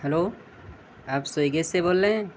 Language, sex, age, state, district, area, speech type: Urdu, male, 30-45, Uttar Pradesh, Shahjahanpur, urban, spontaneous